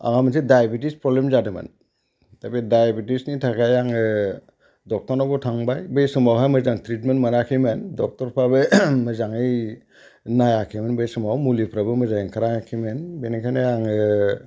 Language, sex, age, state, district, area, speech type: Bodo, male, 60+, Assam, Udalguri, urban, spontaneous